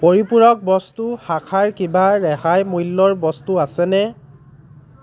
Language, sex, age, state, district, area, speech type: Assamese, male, 30-45, Assam, Dhemaji, rural, read